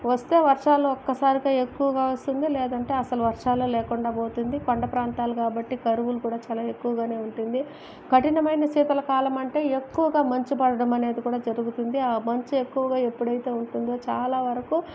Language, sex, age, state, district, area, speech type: Telugu, female, 45-60, Andhra Pradesh, Chittoor, rural, spontaneous